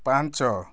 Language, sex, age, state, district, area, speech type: Odia, male, 45-60, Odisha, Kalahandi, rural, read